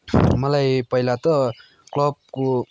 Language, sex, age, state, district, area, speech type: Nepali, male, 18-30, West Bengal, Kalimpong, rural, spontaneous